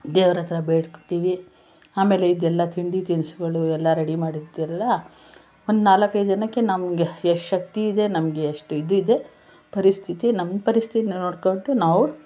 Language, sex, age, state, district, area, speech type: Kannada, female, 60+, Karnataka, Bangalore Urban, urban, spontaneous